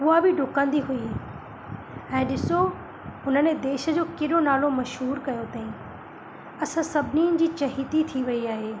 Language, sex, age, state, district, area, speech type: Sindhi, female, 30-45, Madhya Pradesh, Katni, urban, spontaneous